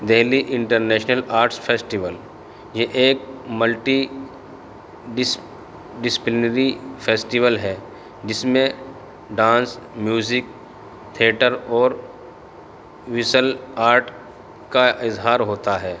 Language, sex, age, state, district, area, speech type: Urdu, male, 30-45, Delhi, North East Delhi, urban, spontaneous